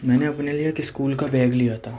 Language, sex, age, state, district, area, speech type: Urdu, male, 18-30, Delhi, Central Delhi, urban, spontaneous